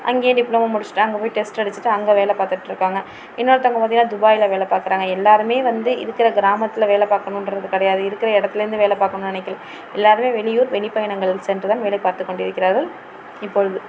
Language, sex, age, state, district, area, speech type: Tamil, female, 18-30, Tamil Nadu, Mayiladuthurai, rural, spontaneous